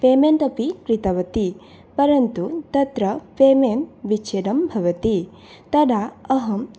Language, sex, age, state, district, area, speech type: Sanskrit, female, 18-30, Assam, Nalbari, rural, spontaneous